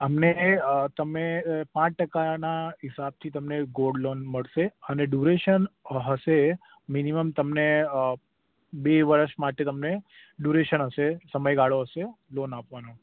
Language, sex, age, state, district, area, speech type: Gujarati, male, 18-30, Gujarat, Ahmedabad, urban, conversation